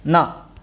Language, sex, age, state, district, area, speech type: Sanskrit, male, 30-45, Karnataka, Dakshina Kannada, rural, read